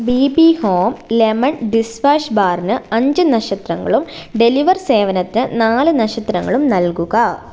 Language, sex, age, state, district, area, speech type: Malayalam, female, 18-30, Kerala, Thiruvananthapuram, rural, read